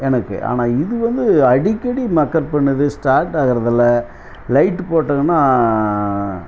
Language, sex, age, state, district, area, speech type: Tamil, male, 60+, Tamil Nadu, Dharmapuri, rural, spontaneous